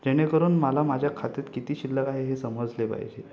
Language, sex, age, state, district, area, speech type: Marathi, male, 18-30, Maharashtra, Ratnagiri, urban, spontaneous